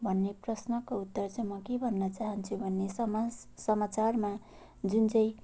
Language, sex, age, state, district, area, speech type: Nepali, female, 30-45, West Bengal, Jalpaiguri, urban, spontaneous